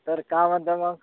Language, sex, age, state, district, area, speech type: Marathi, male, 30-45, Maharashtra, Gadchiroli, rural, conversation